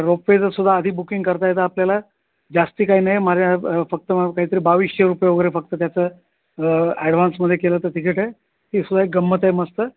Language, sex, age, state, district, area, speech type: Marathi, male, 60+, Maharashtra, Thane, urban, conversation